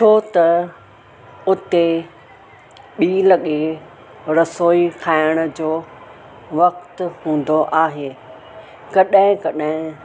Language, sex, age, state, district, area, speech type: Sindhi, female, 60+, Maharashtra, Mumbai Suburban, urban, spontaneous